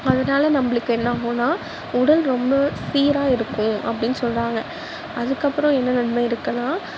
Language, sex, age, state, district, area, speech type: Tamil, female, 18-30, Tamil Nadu, Nagapattinam, rural, spontaneous